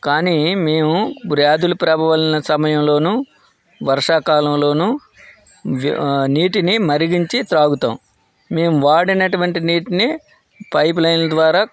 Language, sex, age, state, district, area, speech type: Telugu, male, 45-60, Andhra Pradesh, Vizianagaram, rural, spontaneous